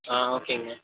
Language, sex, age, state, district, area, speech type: Tamil, male, 18-30, Tamil Nadu, Tirunelveli, rural, conversation